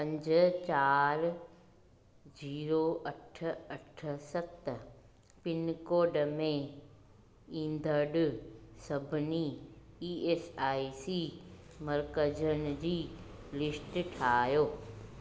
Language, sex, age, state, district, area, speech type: Sindhi, female, 45-60, Gujarat, Junagadh, rural, read